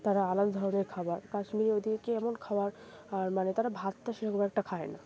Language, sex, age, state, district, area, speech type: Bengali, female, 18-30, West Bengal, Birbhum, urban, spontaneous